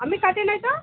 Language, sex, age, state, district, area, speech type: Bengali, female, 45-60, West Bengal, Birbhum, urban, conversation